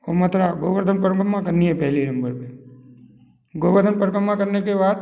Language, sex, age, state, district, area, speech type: Hindi, male, 60+, Madhya Pradesh, Gwalior, rural, spontaneous